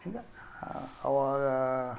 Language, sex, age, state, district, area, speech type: Kannada, male, 45-60, Karnataka, Koppal, rural, spontaneous